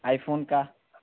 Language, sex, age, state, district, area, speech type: Hindi, male, 18-30, Bihar, Darbhanga, rural, conversation